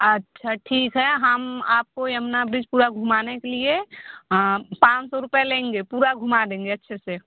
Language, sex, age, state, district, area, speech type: Hindi, female, 30-45, Uttar Pradesh, Varanasi, rural, conversation